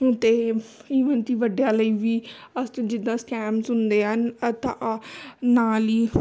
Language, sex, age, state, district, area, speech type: Punjabi, female, 30-45, Punjab, Amritsar, urban, spontaneous